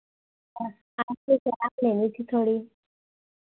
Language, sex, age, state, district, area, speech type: Hindi, female, 30-45, Uttar Pradesh, Hardoi, rural, conversation